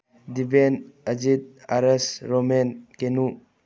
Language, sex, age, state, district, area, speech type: Manipuri, male, 18-30, Manipur, Bishnupur, rural, spontaneous